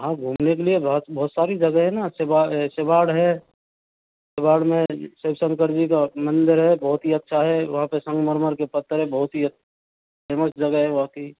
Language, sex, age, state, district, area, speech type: Hindi, male, 30-45, Rajasthan, Karauli, rural, conversation